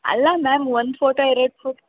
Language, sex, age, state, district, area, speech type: Kannada, female, 18-30, Karnataka, Bangalore Urban, urban, conversation